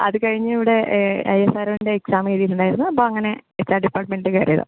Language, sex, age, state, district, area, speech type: Malayalam, female, 18-30, Kerala, Palakkad, rural, conversation